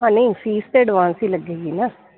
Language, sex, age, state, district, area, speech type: Punjabi, female, 30-45, Punjab, Kapurthala, urban, conversation